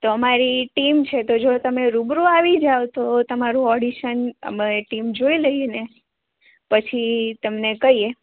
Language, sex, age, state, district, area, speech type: Gujarati, female, 18-30, Gujarat, Surat, rural, conversation